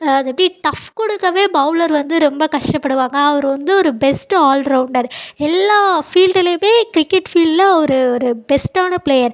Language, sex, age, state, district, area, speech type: Tamil, female, 18-30, Tamil Nadu, Ariyalur, rural, spontaneous